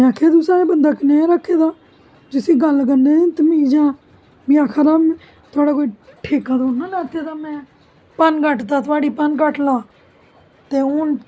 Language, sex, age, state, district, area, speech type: Dogri, female, 30-45, Jammu and Kashmir, Jammu, urban, spontaneous